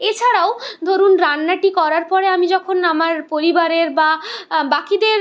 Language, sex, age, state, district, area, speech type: Bengali, female, 30-45, West Bengal, Purulia, urban, spontaneous